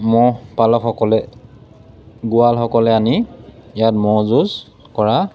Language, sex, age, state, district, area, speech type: Assamese, male, 30-45, Assam, Sivasagar, rural, spontaneous